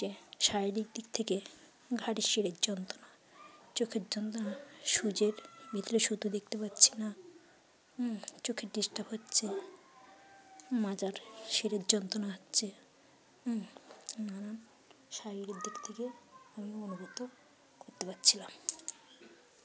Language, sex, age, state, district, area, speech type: Bengali, female, 30-45, West Bengal, Uttar Dinajpur, urban, spontaneous